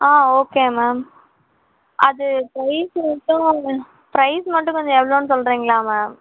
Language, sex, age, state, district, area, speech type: Tamil, female, 18-30, Tamil Nadu, Chennai, urban, conversation